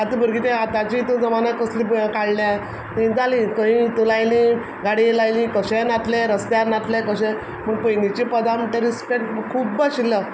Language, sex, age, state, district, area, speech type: Goan Konkani, female, 45-60, Goa, Quepem, rural, spontaneous